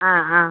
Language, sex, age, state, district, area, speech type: Malayalam, female, 45-60, Kerala, Kottayam, rural, conversation